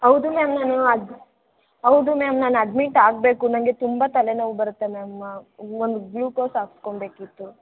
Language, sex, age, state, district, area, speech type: Kannada, female, 18-30, Karnataka, Tumkur, rural, conversation